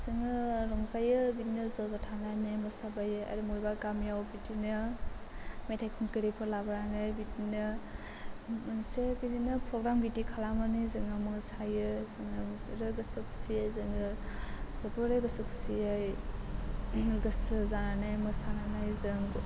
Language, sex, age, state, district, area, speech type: Bodo, female, 18-30, Assam, Chirang, rural, spontaneous